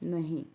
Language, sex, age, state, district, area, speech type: Hindi, female, 45-60, Madhya Pradesh, Ujjain, urban, read